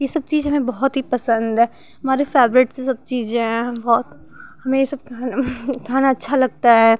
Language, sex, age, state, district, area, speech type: Hindi, female, 18-30, Uttar Pradesh, Ghazipur, rural, spontaneous